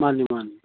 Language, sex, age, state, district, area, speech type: Manipuri, male, 60+, Manipur, Thoubal, rural, conversation